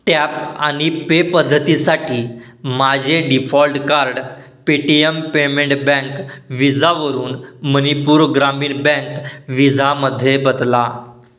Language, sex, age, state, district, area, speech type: Marathi, male, 18-30, Maharashtra, Satara, urban, read